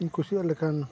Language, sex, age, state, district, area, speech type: Santali, male, 45-60, Odisha, Mayurbhanj, rural, spontaneous